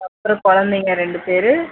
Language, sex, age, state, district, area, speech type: Tamil, female, 30-45, Tamil Nadu, Dharmapuri, rural, conversation